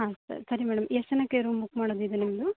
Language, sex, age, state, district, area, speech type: Kannada, female, 18-30, Karnataka, Uttara Kannada, rural, conversation